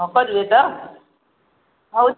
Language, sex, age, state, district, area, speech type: Odia, female, 60+, Odisha, Angul, rural, conversation